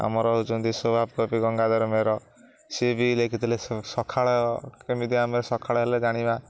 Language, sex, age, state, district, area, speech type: Odia, male, 45-60, Odisha, Jagatsinghpur, rural, spontaneous